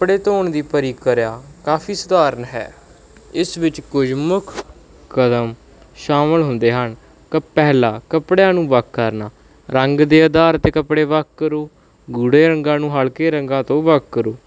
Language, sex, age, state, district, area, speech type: Punjabi, male, 30-45, Punjab, Barnala, rural, spontaneous